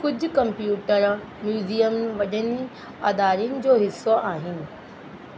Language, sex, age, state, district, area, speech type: Sindhi, female, 30-45, Delhi, South Delhi, urban, read